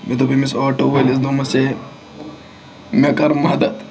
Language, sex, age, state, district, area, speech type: Kashmiri, male, 45-60, Jammu and Kashmir, Srinagar, urban, spontaneous